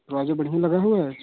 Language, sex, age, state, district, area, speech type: Hindi, male, 18-30, Uttar Pradesh, Jaunpur, urban, conversation